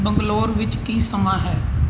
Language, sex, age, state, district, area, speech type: Punjabi, male, 45-60, Punjab, Kapurthala, urban, read